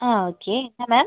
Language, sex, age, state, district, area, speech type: Malayalam, female, 18-30, Kerala, Wayanad, rural, conversation